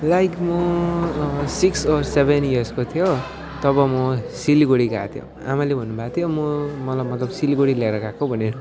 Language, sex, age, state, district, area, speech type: Nepali, male, 18-30, West Bengal, Alipurduar, urban, spontaneous